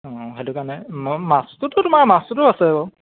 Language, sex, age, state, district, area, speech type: Assamese, male, 18-30, Assam, Majuli, urban, conversation